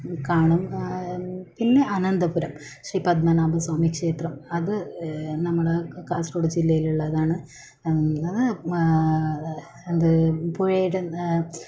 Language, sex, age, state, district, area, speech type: Malayalam, female, 18-30, Kerala, Kasaragod, rural, spontaneous